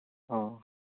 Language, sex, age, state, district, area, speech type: Manipuri, male, 30-45, Manipur, Churachandpur, rural, conversation